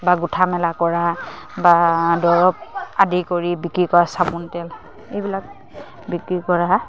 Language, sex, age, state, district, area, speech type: Assamese, female, 30-45, Assam, Charaideo, rural, spontaneous